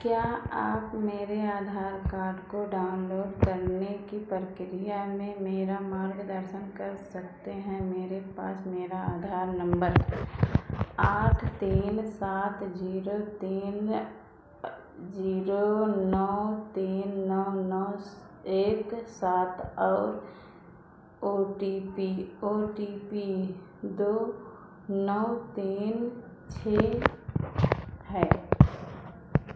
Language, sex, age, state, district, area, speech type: Hindi, female, 45-60, Uttar Pradesh, Ayodhya, rural, read